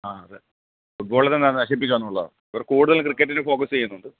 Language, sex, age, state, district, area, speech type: Malayalam, male, 30-45, Kerala, Alappuzha, rural, conversation